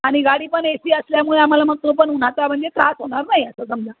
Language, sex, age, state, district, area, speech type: Marathi, female, 45-60, Maharashtra, Jalna, urban, conversation